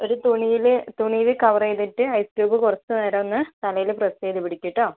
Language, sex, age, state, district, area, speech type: Malayalam, female, 30-45, Kerala, Kozhikode, urban, conversation